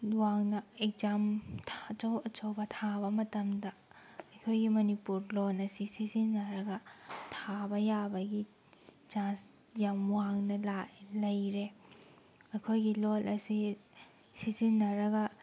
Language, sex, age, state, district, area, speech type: Manipuri, female, 18-30, Manipur, Tengnoupal, rural, spontaneous